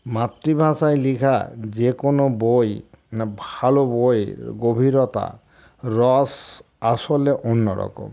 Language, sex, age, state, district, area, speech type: Bengali, male, 60+, West Bengal, Murshidabad, rural, spontaneous